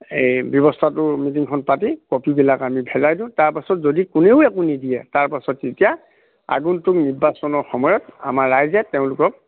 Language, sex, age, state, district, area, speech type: Assamese, male, 30-45, Assam, Lakhimpur, urban, conversation